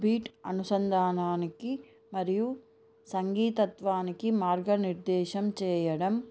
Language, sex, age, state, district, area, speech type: Telugu, female, 18-30, Andhra Pradesh, Sri Satya Sai, urban, spontaneous